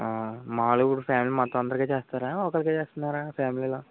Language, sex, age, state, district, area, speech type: Telugu, male, 45-60, Andhra Pradesh, East Godavari, rural, conversation